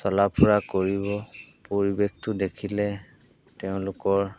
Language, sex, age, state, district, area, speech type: Assamese, male, 45-60, Assam, Golaghat, urban, spontaneous